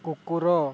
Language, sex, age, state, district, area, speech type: Odia, male, 18-30, Odisha, Rayagada, rural, read